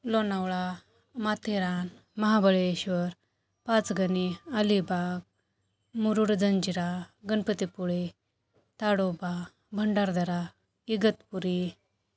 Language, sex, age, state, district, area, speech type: Marathi, female, 30-45, Maharashtra, Beed, urban, spontaneous